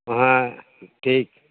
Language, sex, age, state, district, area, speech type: Bengali, male, 60+, West Bengal, Hooghly, rural, conversation